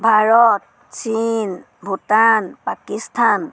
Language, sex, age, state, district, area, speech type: Assamese, female, 60+, Assam, Dhemaji, rural, spontaneous